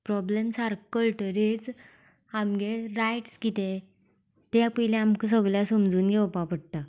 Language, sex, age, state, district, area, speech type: Goan Konkani, female, 18-30, Goa, Canacona, rural, spontaneous